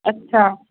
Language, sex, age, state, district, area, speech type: Sindhi, female, 30-45, Madhya Pradesh, Katni, rural, conversation